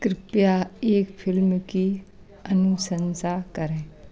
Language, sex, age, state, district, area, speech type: Hindi, female, 60+, Madhya Pradesh, Gwalior, rural, read